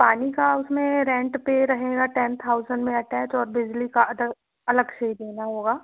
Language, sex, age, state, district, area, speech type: Hindi, female, 18-30, Madhya Pradesh, Katni, urban, conversation